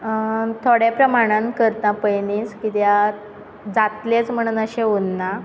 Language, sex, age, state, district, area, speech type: Goan Konkani, female, 18-30, Goa, Quepem, rural, spontaneous